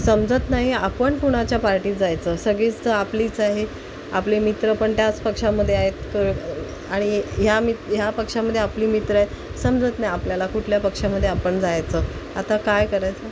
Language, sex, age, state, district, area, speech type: Marathi, female, 45-60, Maharashtra, Mumbai Suburban, urban, spontaneous